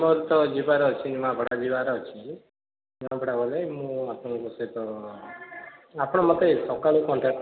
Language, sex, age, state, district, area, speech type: Odia, male, 18-30, Odisha, Puri, urban, conversation